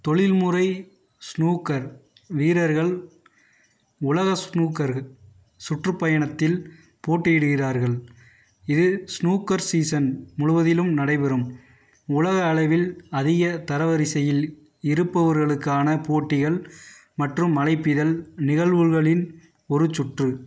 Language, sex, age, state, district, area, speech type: Tamil, male, 30-45, Tamil Nadu, Theni, rural, read